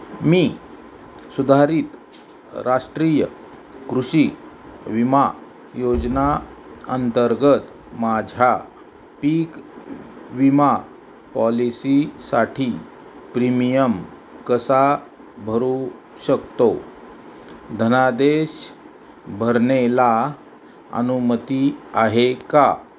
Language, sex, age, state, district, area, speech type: Marathi, male, 45-60, Maharashtra, Osmanabad, rural, read